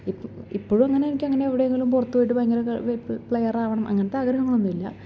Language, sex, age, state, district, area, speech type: Malayalam, female, 18-30, Kerala, Thrissur, urban, spontaneous